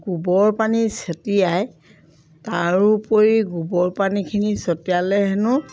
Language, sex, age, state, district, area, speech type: Assamese, female, 60+, Assam, Dhemaji, rural, spontaneous